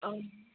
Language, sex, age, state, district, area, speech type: Bodo, female, 30-45, Assam, Udalguri, rural, conversation